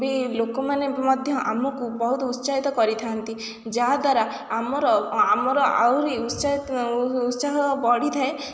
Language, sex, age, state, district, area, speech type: Odia, female, 18-30, Odisha, Kendrapara, urban, spontaneous